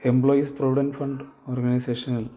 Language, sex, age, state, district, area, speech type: Malayalam, male, 18-30, Kerala, Thiruvananthapuram, rural, spontaneous